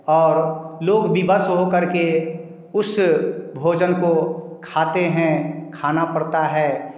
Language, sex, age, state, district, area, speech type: Hindi, male, 45-60, Bihar, Samastipur, urban, spontaneous